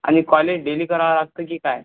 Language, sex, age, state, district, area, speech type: Marathi, male, 18-30, Maharashtra, Akola, rural, conversation